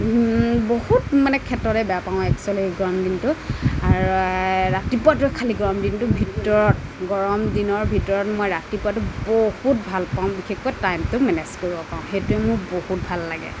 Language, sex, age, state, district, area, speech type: Assamese, female, 30-45, Assam, Nagaon, rural, spontaneous